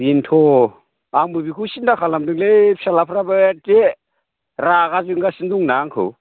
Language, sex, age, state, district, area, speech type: Bodo, male, 45-60, Assam, Chirang, rural, conversation